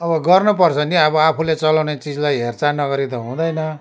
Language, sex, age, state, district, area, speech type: Nepali, male, 60+, West Bengal, Darjeeling, rural, spontaneous